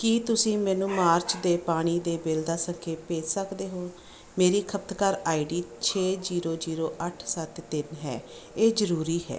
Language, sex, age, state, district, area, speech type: Punjabi, female, 30-45, Punjab, Barnala, rural, read